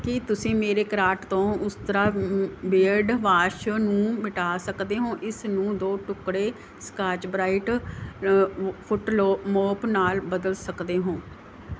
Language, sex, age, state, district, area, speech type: Punjabi, female, 30-45, Punjab, Mansa, urban, read